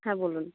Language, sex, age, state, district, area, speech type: Bengali, female, 60+, West Bengal, Nadia, rural, conversation